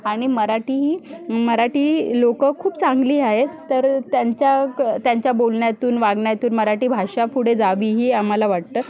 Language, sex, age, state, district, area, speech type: Marathi, female, 18-30, Maharashtra, Solapur, urban, spontaneous